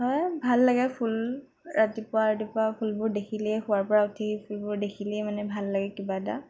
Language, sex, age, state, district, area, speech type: Assamese, female, 18-30, Assam, Nagaon, rural, spontaneous